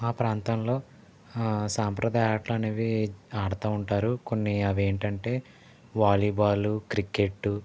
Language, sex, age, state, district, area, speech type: Telugu, male, 30-45, Andhra Pradesh, Konaseema, rural, spontaneous